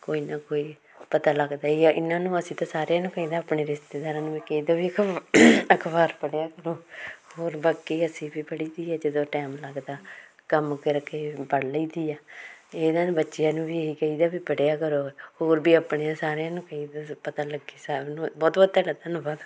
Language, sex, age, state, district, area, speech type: Punjabi, female, 45-60, Punjab, Hoshiarpur, rural, spontaneous